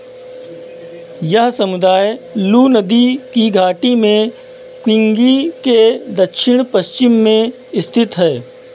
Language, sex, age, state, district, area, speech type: Hindi, male, 45-60, Uttar Pradesh, Hardoi, rural, read